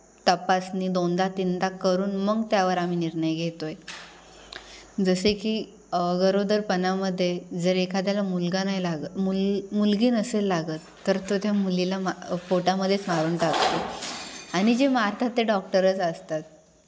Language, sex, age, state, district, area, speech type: Marathi, female, 18-30, Maharashtra, Ahmednagar, rural, spontaneous